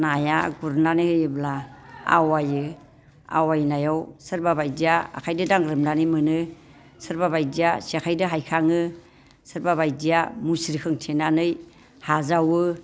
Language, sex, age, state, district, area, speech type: Bodo, female, 60+, Assam, Baksa, urban, spontaneous